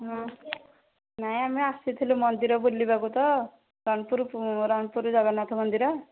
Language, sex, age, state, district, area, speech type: Odia, female, 45-60, Odisha, Nayagarh, rural, conversation